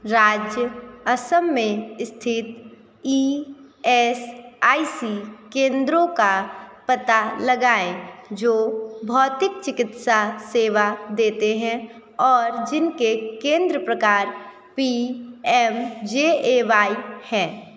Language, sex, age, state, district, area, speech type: Hindi, female, 18-30, Uttar Pradesh, Sonbhadra, rural, read